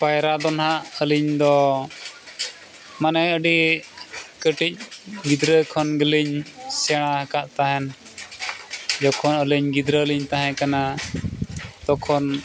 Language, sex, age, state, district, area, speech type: Santali, male, 45-60, Odisha, Mayurbhanj, rural, spontaneous